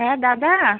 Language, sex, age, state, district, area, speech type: Bengali, female, 18-30, West Bengal, Alipurduar, rural, conversation